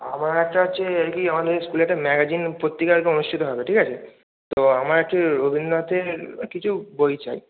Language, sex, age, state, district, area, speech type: Bengali, male, 18-30, West Bengal, Hooghly, urban, conversation